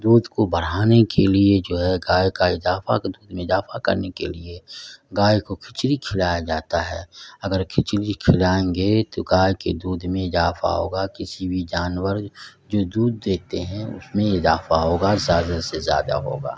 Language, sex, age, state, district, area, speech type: Urdu, male, 45-60, Bihar, Madhubani, rural, spontaneous